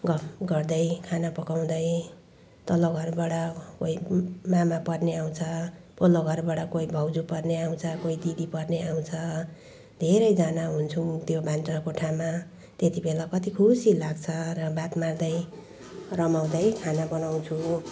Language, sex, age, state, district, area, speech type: Nepali, female, 60+, West Bengal, Jalpaiguri, rural, spontaneous